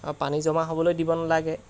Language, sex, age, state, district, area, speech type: Assamese, male, 18-30, Assam, Golaghat, urban, spontaneous